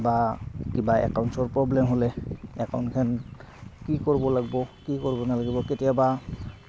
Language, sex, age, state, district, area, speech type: Assamese, male, 30-45, Assam, Goalpara, urban, spontaneous